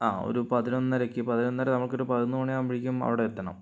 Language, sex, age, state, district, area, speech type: Malayalam, male, 60+, Kerala, Palakkad, rural, spontaneous